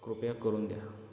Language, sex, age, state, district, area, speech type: Marathi, male, 18-30, Maharashtra, Osmanabad, rural, spontaneous